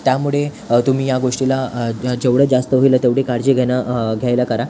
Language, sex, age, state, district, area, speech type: Marathi, male, 18-30, Maharashtra, Thane, urban, spontaneous